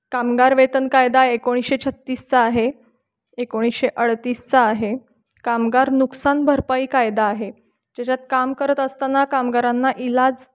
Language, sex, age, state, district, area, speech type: Marathi, female, 30-45, Maharashtra, Kolhapur, urban, spontaneous